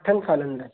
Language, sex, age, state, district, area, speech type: Sindhi, male, 18-30, Maharashtra, Thane, urban, conversation